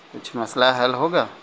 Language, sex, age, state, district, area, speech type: Urdu, male, 45-60, Bihar, Gaya, urban, spontaneous